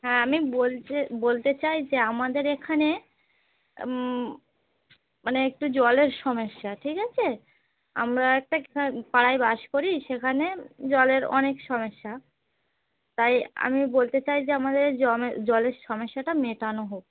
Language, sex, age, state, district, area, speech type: Bengali, female, 30-45, West Bengal, Darjeeling, urban, conversation